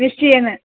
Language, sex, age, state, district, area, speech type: Sanskrit, female, 18-30, Tamil Nadu, Chennai, urban, conversation